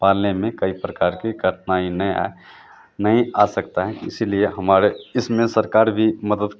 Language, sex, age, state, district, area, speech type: Hindi, male, 30-45, Bihar, Madhepura, rural, spontaneous